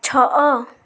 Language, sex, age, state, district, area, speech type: Odia, female, 18-30, Odisha, Bhadrak, rural, read